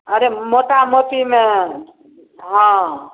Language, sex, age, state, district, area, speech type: Maithili, female, 60+, Bihar, Samastipur, rural, conversation